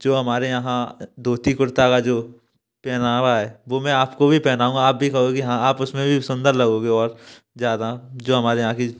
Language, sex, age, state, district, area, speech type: Hindi, male, 18-30, Madhya Pradesh, Gwalior, urban, spontaneous